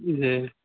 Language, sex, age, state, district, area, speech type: Urdu, male, 18-30, Bihar, Supaul, rural, conversation